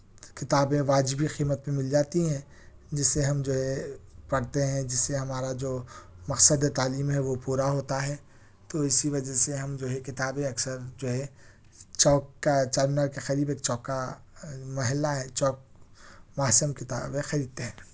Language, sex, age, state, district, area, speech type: Urdu, male, 30-45, Telangana, Hyderabad, urban, spontaneous